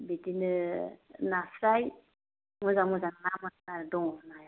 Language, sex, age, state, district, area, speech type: Bodo, female, 30-45, Assam, Kokrajhar, rural, conversation